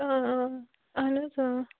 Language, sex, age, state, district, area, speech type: Kashmiri, female, 30-45, Jammu and Kashmir, Bandipora, rural, conversation